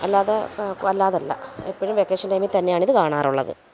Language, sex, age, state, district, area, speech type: Malayalam, female, 30-45, Kerala, Alappuzha, rural, spontaneous